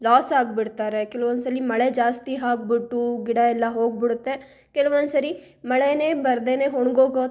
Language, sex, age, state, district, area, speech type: Kannada, female, 18-30, Karnataka, Chikkaballapur, urban, spontaneous